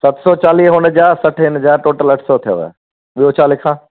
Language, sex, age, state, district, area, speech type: Sindhi, male, 45-60, Gujarat, Kutch, urban, conversation